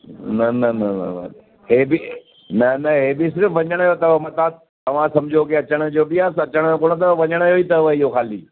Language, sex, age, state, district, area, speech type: Sindhi, male, 45-60, Delhi, South Delhi, urban, conversation